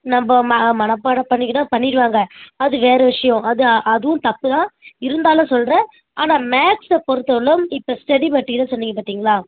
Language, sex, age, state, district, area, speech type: Tamil, female, 18-30, Tamil Nadu, Chennai, urban, conversation